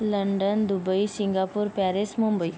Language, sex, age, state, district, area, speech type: Marathi, female, 60+, Maharashtra, Yavatmal, rural, spontaneous